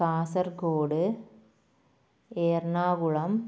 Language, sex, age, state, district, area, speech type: Malayalam, female, 30-45, Kerala, Kannur, rural, spontaneous